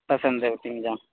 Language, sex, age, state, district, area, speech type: Urdu, male, 18-30, Delhi, South Delhi, urban, conversation